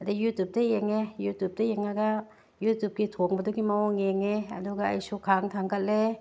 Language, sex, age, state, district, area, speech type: Manipuri, female, 45-60, Manipur, Tengnoupal, rural, spontaneous